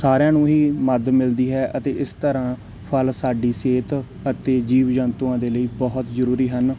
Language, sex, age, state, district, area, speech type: Punjabi, male, 18-30, Punjab, Mansa, urban, spontaneous